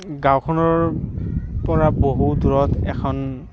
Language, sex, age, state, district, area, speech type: Assamese, male, 18-30, Assam, Barpeta, rural, spontaneous